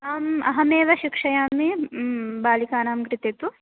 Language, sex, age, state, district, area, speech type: Sanskrit, female, 18-30, Telangana, Medchal, urban, conversation